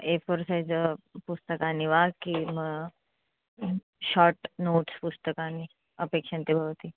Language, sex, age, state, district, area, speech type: Sanskrit, female, 18-30, Maharashtra, Chandrapur, urban, conversation